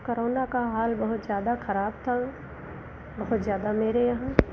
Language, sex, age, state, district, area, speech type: Hindi, female, 60+, Uttar Pradesh, Lucknow, rural, spontaneous